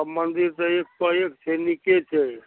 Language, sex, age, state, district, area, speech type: Maithili, male, 45-60, Bihar, Araria, rural, conversation